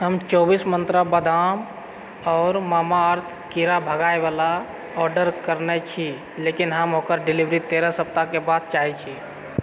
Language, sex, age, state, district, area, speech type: Maithili, male, 45-60, Bihar, Purnia, rural, read